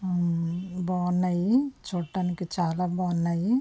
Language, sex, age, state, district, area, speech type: Telugu, female, 45-60, Andhra Pradesh, West Godavari, rural, spontaneous